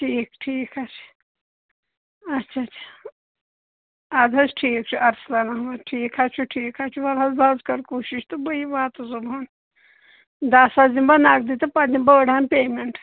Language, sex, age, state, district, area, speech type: Kashmiri, female, 60+, Jammu and Kashmir, Pulwama, rural, conversation